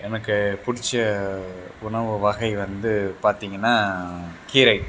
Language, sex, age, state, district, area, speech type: Tamil, male, 60+, Tamil Nadu, Tiruvarur, rural, spontaneous